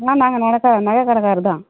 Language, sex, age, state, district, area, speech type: Tamil, female, 30-45, Tamil Nadu, Tirupattur, rural, conversation